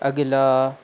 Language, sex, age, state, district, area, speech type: Hindi, male, 18-30, Madhya Pradesh, Jabalpur, urban, read